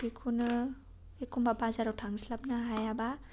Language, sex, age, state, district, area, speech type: Bodo, female, 18-30, Assam, Kokrajhar, rural, spontaneous